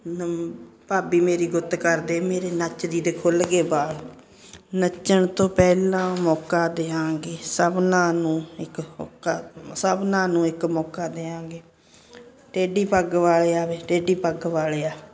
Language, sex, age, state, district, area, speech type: Punjabi, female, 60+, Punjab, Ludhiana, urban, spontaneous